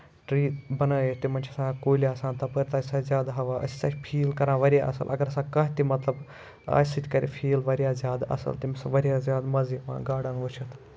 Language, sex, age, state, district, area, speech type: Kashmiri, male, 18-30, Jammu and Kashmir, Ganderbal, rural, spontaneous